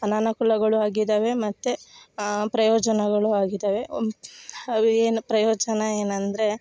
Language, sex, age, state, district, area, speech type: Kannada, female, 18-30, Karnataka, Chikkamagaluru, rural, spontaneous